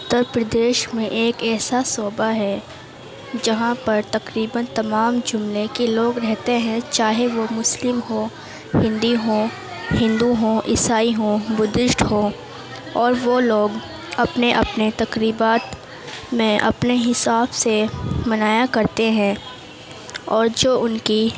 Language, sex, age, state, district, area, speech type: Urdu, female, 18-30, Uttar Pradesh, Gautam Buddha Nagar, urban, spontaneous